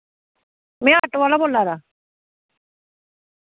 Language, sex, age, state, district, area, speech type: Dogri, female, 45-60, Jammu and Kashmir, Samba, rural, conversation